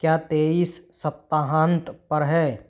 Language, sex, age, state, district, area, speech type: Hindi, male, 30-45, Rajasthan, Jodhpur, rural, read